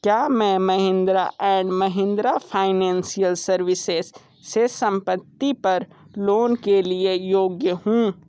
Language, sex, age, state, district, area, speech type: Hindi, male, 30-45, Uttar Pradesh, Sonbhadra, rural, read